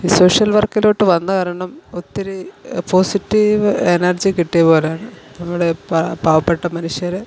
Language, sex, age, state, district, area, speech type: Malayalam, female, 45-60, Kerala, Alappuzha, rural, spontaneous